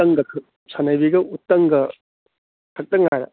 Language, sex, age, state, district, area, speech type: Manipuri, male, 45-60, Manipur, Kangpokpi, urban, conversation